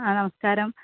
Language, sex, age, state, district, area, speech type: Malayalam, female, 30-45, Kerala, Malappuram, urban, conversation